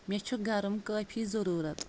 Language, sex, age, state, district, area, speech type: Kashmiri, female, 30-45, Jammu and Kashmir, Anantnag, rural, read